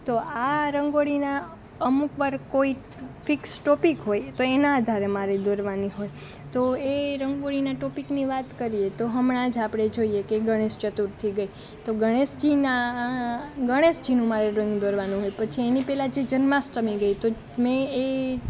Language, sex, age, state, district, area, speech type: Gujarati, female, 18-30, Gujarat, Rajkot, rural, spontaneous